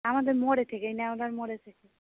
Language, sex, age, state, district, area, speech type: Bengali, female, 45-60, West Bengal, Hooghly, rural, conversation